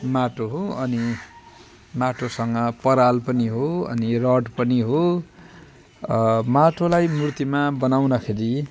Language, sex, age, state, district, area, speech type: Nepali, male, 45-60, West Bengal, Jalpaiguri, rural, spontaneous